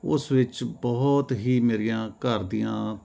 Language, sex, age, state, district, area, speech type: Punjabi, male, 45-60, Punjab, Jalandhar, urban, spontaneous